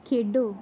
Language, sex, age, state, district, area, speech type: Punjabi, female, 18-30, Punjab, Bathinda, rural, read